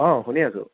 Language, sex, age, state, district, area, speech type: Assamese, male, 30-45, Assam, Dibrugarh, urban, conversation